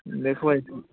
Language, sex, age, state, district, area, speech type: Odia, male, 30-45, Odisha, Balasore, rural, conversation